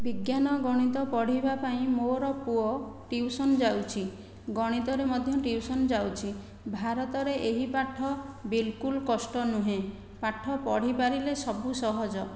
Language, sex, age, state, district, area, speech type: Odia, female, 45-60, Odisha, Khordha, rural, spontaneous